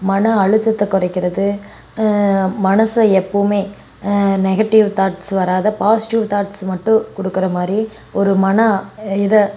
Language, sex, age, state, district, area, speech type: Tamil, female, 18-30, Tamil Nadu, Namakkal, rural, spontaneous